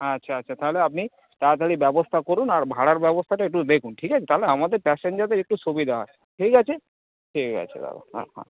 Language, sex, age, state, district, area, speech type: Bengali, male, 45-60, West Bengal, Dakshin Dinajpur, rural, conversation